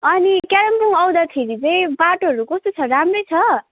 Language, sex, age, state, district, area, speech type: Nepali, female, 18-30, West Bengal, Kalimpong, rural, conversation